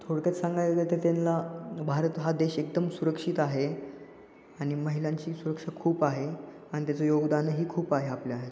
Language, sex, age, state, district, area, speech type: Marathi, male, 18-30, Maharashtra, Ratnagiri, urban, spontaneous